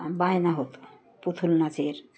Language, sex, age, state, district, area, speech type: Bengali, female, 60+, West Bengal, Uttar Dinajpur, urban, spontaneous